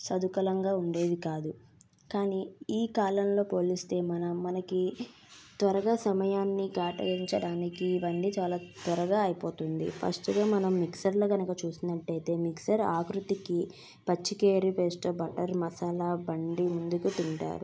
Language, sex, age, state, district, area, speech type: Telugu, female, 18-30, Andhra Pradesh, N T Rama Rao, urban, spontaneous